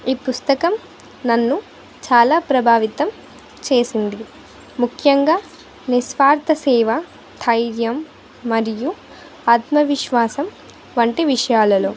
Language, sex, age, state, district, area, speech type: Telugu, female, 18-30, Andhra Pradesh, Sri Satya Sai, urban, spontaneous